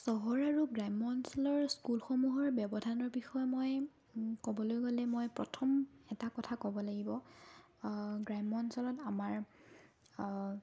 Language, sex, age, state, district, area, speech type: Assamese, female, 18-30, Assam, Sonitpur, rural, spontaneous